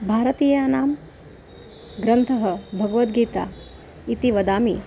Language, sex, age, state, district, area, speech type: Sanskrit, female, 30-45, Maharashtra, Nagpur, urban, spontaneous